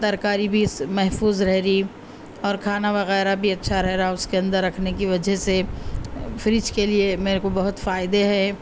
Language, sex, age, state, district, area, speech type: Urdu, female, 30-45, Telangana, Hyderabad, urban, spontaneous